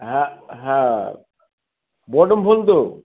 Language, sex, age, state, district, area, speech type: Bengali, male, 45-60, West Bengal, North 24 Parganas, urban, conversation